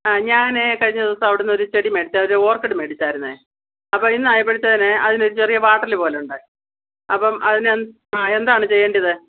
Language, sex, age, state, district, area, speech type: Malayalam, female, 60+, Kerala, Pathanamthitta, rural, conversation